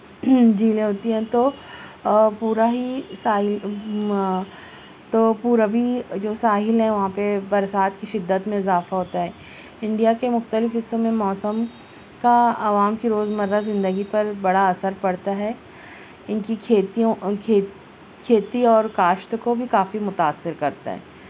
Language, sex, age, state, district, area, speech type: Urdu, female, 30-45, Maharashtra, Nashik, urban, spontaneous